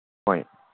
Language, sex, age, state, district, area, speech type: Manipuri, male, 45-60, Manipur, Kangpokpi, urban, conversation